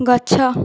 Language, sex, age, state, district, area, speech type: Odia, female, 18-30, Odisha, Kendujhar, urban, read